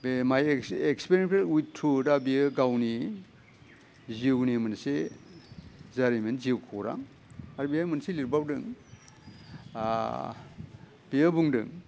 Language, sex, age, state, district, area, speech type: Bodo, male, 60+, Assam, Udalguri, urban, spontaneous